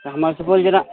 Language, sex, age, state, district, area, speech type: Maithili, male, 18-30, Bihar, Supaul, rural, conversation